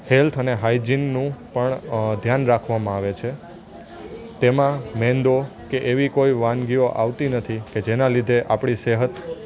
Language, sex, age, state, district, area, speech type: Gujarati, male, 18-30, Gujarat, Junagadh, urban, spontaneous